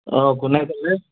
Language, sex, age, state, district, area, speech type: Assamese, male, 45-60, Assam, Morigaon, rural, conversation